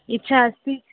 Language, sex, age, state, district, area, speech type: Sanskrit, female, 18-30, Kerala, Thiruvananthapuram, rural, conversation